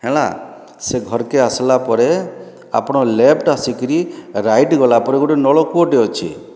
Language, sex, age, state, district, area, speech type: Odia, male, 45-60, Odisha, Boudh, rural, spontaneous